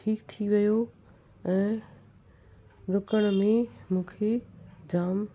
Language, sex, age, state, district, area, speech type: Sindhi, female, 60+, Gujarat, Kutch, urban, spontaneous